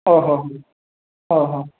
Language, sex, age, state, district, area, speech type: Odia, male, 30-45, Odisha, Boudh, rural, conversation